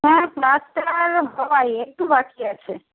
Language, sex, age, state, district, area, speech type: Bengali, female, 30-45, West Bengal, Jhargram, rural, conversation